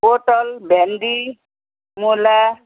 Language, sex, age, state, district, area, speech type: Nepali, female, 60+, West Bengal, Kalimpong, rural, conversation